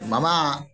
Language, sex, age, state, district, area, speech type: Sanskrit, male, 45-60, Karnataka, Shimoga, rural, spontaneous